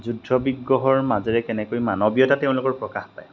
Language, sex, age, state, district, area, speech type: Assamese, male, 30-45, Assam, Majuli, urban, spontaneous